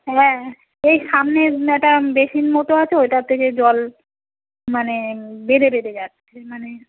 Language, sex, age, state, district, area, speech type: Bengali, female, 30-45, West Bengal, Darjeeling, rural, conversation